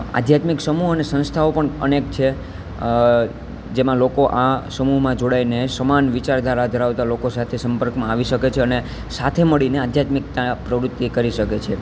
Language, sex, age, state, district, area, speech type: Gujarati, male, 18-30, Gujarat, Junagadh, urban, spontaneous